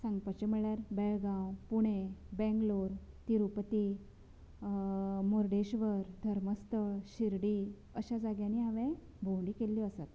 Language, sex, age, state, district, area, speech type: Goan Konkani, female, 30-45, Goa, Canacona, rural, spontaneous